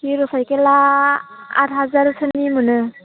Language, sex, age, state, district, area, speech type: Bodo, female, 45-60, Assam, Chirang, rural, conversation